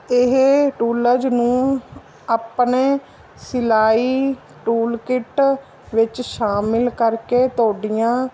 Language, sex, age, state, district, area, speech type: Punjabi, female, 30-45, Punjab, Mansa, urban, spontaneous